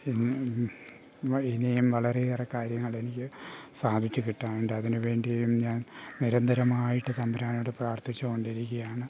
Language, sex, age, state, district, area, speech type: Malayalam, male, 60+, Kerala, Pathanamthitta, rural, spontaneous